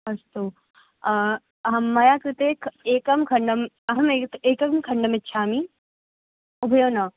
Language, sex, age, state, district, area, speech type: Sanskrit, female, 18-30, Delhi, North East Delhi, urban, conversation